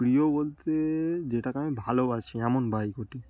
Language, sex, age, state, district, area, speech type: Bengali, male, 18-30, West Bengal, Darjeeling, urban, spontaneous